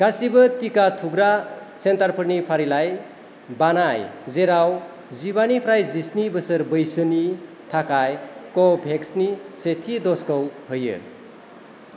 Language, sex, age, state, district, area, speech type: Bodo, male, 30-45, Assam, Kokrajhar, urban, read